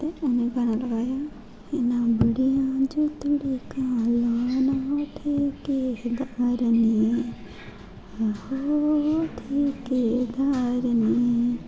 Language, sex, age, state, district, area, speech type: Dogri, female, 18-30, Jammu and Kashmir, Jammu, rural, spontaneous